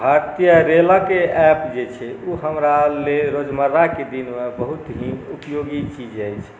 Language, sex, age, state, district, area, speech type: Maithili, male, 45-60, Bihar, Saharsa, urban, spontaneous